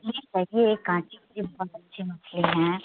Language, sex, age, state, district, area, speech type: Hindi, female, 30-45, Uttar Pradesh, Prayagraj, urban, conversation